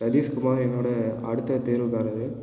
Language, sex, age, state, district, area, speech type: Tamil, male, 18-30, Tamil Nadu, Tiruchirappalli, urban, spontaneous